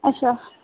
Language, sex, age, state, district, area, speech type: Dogri, female, 18-30, Jammu and Kashmir, Udhampur, rural, conversation